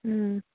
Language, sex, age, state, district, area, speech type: Manipuri, female, 45-60, Manipur, Churachandpur, urban, conversation